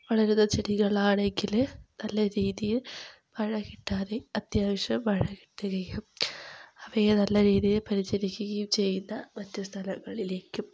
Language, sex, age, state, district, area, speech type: Malayalam, female, 18-30, Kerala, Wayanad, rural, spontaneous